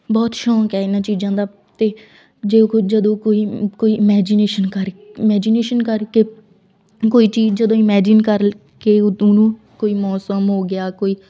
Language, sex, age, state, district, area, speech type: Punjabi, female, 18-30, Punjab, Shaheed Bhagat Singh Nagar, rural, spontaneous